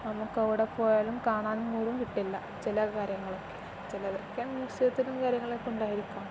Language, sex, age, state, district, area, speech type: Malayalam, female, 18-30, Kerala, Kozhikode, rural, spontaneous